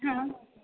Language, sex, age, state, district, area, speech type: Marathi, female, 18-30, Maharashtra, Kolhapur, urban, conversation